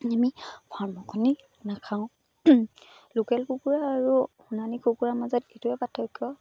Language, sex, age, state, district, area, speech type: Assamese, female, 18-30, Assam, Charaideo, rural, spontaneous